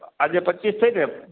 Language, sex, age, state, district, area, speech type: Gujarati, male, 30-45, Gujarat, Morbi, urban, conversation